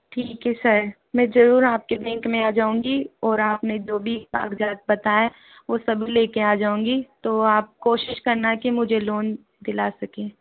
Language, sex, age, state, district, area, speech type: Hindi, female, 18-30, Rajasthan, Jaipur, rural, conversation